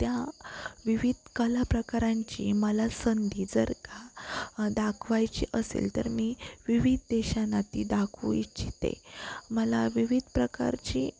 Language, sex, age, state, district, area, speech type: Marathi, female, 18-30, Maharashtra, Sindhudurg, rural, spontaneous